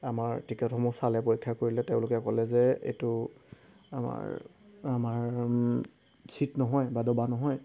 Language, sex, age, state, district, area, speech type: Assamese, male, 18-30, Assam, Golaghat, rural, spontaneous